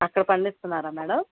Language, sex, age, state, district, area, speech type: Telugu, female, 60+, Andhra Pradesh, Vizianagaram, rural, conversation